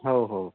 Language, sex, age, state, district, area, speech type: Marathi, male, 18-30, Maharashtra, Kolhapur, urban, conversation